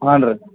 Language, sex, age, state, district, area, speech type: Kannada, male, 30-45, Karnataka, Belgaum, rural, conversation